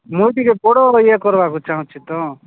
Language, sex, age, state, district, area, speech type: Odia, male, 45-60, Odisha, Nabarangpur, rural, conversation